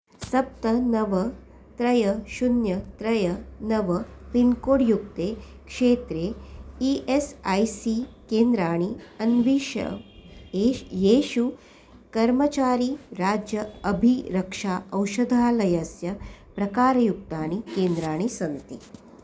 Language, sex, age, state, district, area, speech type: Sanskrit, female, 45-60, Maharashtra, Nagpur, urban, read